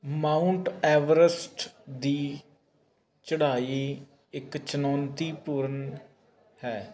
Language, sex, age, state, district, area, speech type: Punjabi, male, 18-30, Punjab, Faridkot, urban, spontaneous